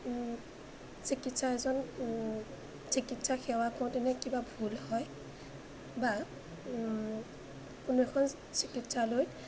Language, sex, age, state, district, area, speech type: Assamese, female, 18-30, Assam, Majuli, urban, spontaneous